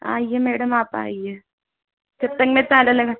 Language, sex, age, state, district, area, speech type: Hindi, female, 18-30, Rajasthan, Jaipur, urban, conversation